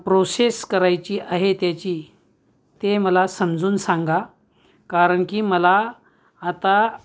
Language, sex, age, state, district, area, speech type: Marathi, male, 45-60, Maharashtra, Nashik, urban, spontaneous